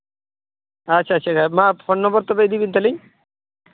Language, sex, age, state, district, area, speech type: Santali, male, 45-60, Odisha, Mayurbhanj, rural, conversation